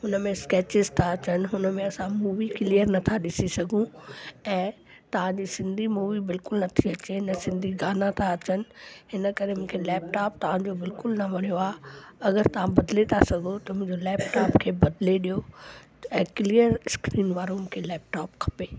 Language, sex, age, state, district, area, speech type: Sindhi, female, 60+, Delhi, South Delhi, rural, spontaneous